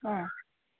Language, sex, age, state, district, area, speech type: Malayalam, female, 60+, Kerala, Idukki, rural, conversation